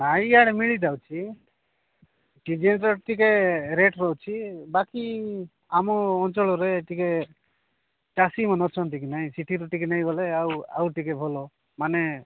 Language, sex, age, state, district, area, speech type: Odia, male, 45-60, Odisha, Nabarangpur, rural, conversation